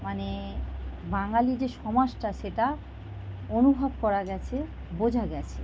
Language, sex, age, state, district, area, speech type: Bengali, female, 30-45, West Bengal, North 24 Parganas, urban, spontaneous